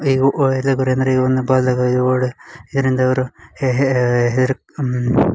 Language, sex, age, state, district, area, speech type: Kannada, male, 18-30, Karnataka, Uttara Kannada, rural, spontaneous